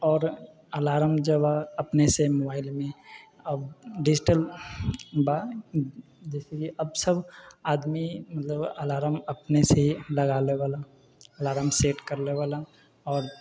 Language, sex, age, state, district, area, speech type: Maithili, male, 18-30, Bihar, Sitamarhi, urban, spontaneous